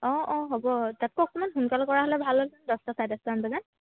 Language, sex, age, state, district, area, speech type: Assamese, female, 18-30, Assam, Sivasagar, rural, conversation